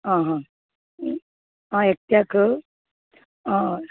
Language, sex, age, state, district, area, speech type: Goan Konkani, female, 30-45, Goa, Canacona, rural, conversation